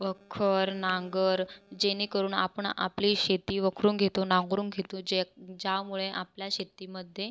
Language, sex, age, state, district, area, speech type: Marathi, female, 18-30, Maharashtra, Buldhana, rural, spontaneous